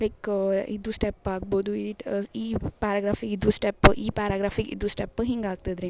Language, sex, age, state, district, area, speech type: Kannada, female, 18-30, Karnataka, Gulbarga, urban, spontaneous